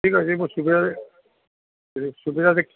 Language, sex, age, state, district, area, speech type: Odia, male, 60+, Odisha, Gajapati, rural, conversation